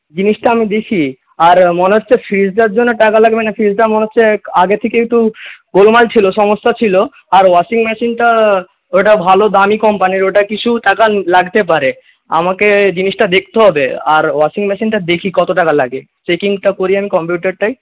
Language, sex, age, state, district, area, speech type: Bengali, male, 18-30, West Bengal, Jhargram, rural, conversation